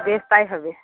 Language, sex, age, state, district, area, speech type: Bengali, female, 30-45, West Bengal, Cooch Behar, urban, conversation